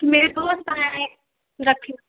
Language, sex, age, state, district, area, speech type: Hindi, female, 18-30, Uttar Pradesh, Prayagraj, urban, conversation